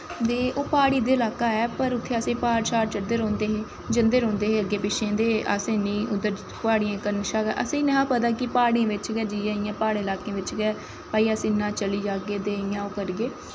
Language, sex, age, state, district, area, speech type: Dogri, female, 18-30, Jammu and Kashmir, Reasi, urban, spontaneous